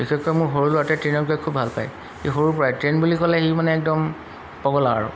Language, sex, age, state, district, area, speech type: Assamese, male, 45-60, Assam, Golaghat, urban, spontaneous